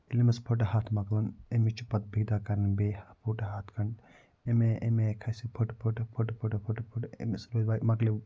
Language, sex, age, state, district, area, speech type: Kashmiri, male, 45-60, Jammu and Kashmir, Budgam, urban, spontaneous